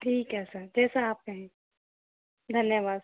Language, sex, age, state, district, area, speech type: Hindi, female, 18-30, Rajasthan, Jaipur, urban, conversation